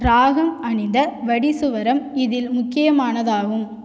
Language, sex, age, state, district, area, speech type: Tamil, female, 18-30, Tamil Nadu, Cuddalore, rural, read